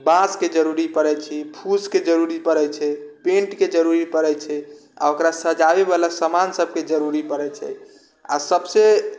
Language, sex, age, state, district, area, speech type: Maithili, male, 18-30, Bihar, Sitamarhi, urban, spontaneous